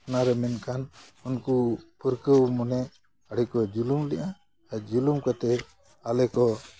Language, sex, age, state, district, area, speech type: Santali, male, 60+, West Bengal, Jhargram, rural, spontaneous